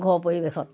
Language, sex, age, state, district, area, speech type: Assamese, female, 60+, Assam, Golaghat, rural, spontaneous